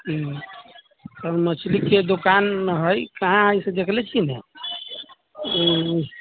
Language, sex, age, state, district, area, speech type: Maithili, male, 30-45, Bihar, Sitamarhi, rural, conversation